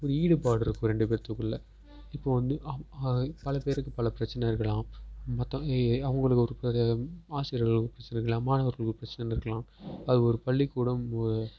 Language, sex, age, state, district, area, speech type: Tamil, male, 18-30, Tamil Nadu, Perambalur, rural, spontaneous